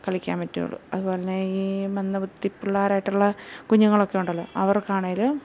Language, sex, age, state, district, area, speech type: Malayalam, female, 30-45, Kerala, Kottayam, urban, spontaneous